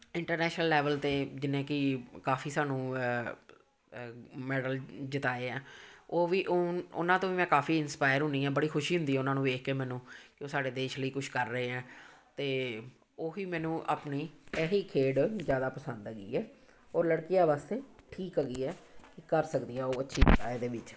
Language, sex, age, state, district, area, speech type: Punjabi, female, 45-60, Punjab, Amritsar, urban, spontaneous